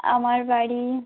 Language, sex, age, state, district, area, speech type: Bengali, female, 18-30, West Bengal, Birbhum, urban, conversation